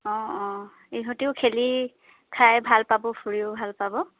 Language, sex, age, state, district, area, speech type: Assamese, female, 30-45, Assam, Dibrugarh, urban, conversation